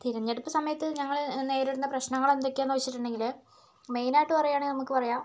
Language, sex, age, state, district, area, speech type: Malayalam, female, 45-60, Kerala, Kozhikode, urban, spontaneous